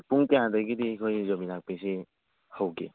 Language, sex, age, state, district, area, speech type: Manipuri, male, 45-60, Manipur, Churachandpur, rural, conversation